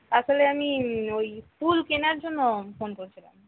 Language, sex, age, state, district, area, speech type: Bengali, female, 18-30, West Bengal, North 24 Parganas, rural, conversation